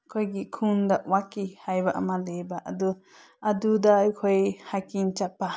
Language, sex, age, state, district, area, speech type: Manipuri, female, 30-45, Manipur, Senapati, rural, spontaneous